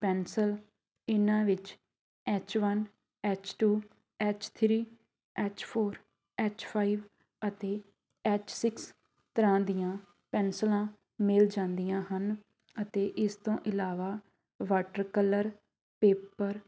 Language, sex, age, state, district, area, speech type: Punjabi, female, 30-45, Punjab, Shaheed Bhagat Singh Nagar, urban, spontaneous